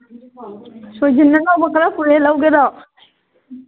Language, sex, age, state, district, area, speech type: Manipuri, female, 18-30, Manipur, Kangpokpi, urban, conversation